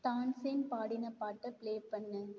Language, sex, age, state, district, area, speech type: Tamil, female, 18-30, Tamil Nadu, Ariyalur, rural, read